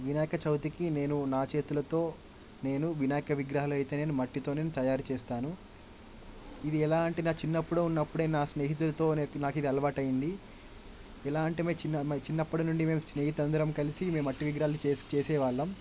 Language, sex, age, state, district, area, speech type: Telugu, male, 18-30, Telangana, Medak, rural, spontaneous